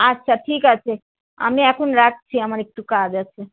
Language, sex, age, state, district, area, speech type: Bengali, female, 45-60, West Bengal, Howrah, urban, conversation